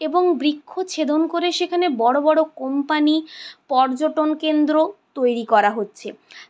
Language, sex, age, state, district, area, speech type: Bengali, female, 60+, West Bengal, Purulia, urban, spontaneous